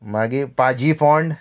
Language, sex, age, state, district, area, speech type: Goan Konkani, male, 45-60, Goa, Murmgao, rural, spontaneous